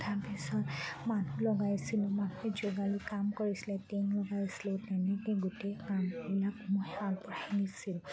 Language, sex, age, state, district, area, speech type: Assamese, female, 45-60, Assam, Charaideo, rural, spontaneous